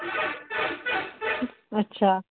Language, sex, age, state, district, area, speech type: Dogri, female, 18-30, Jammu and Kashmir, Reasi, rural, conversation